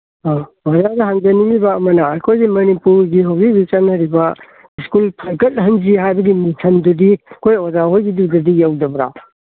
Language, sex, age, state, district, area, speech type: Manipuri, male, 60+, Manipur, Kangpokpi, urban, conversation